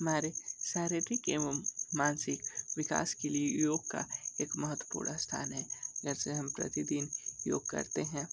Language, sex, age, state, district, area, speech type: Hindi, male, 60+, Uttar Pradesh, Sonbhadra, rural, spontaneous